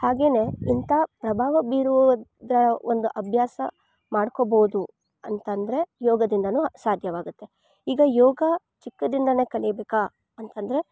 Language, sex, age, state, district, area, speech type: Kannada, female, 18-30, Karnataka, Chikkamagaluru, rural, spontaneous